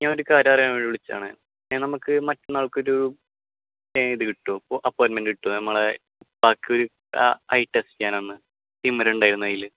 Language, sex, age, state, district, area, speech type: Malayalam, male, 18-30, Kerala, Thrissur, urban, conversation